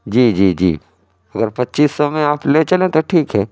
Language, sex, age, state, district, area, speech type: Urdu, male, 60+, Uttar Pradesh, Lucknow, urban, spontaneous